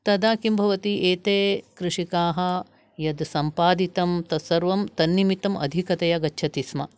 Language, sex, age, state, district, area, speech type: Sanskrit, female, 60+, Karnataka, Uttara Kannada, urban, spontaneous